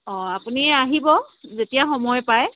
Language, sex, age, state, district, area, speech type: Assamese, female, 30-45, Assam, Sivasagar, rural, conversation